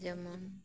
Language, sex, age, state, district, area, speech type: Santali, female, 18-30, West Bengal, Birbhum, rural, spontaneous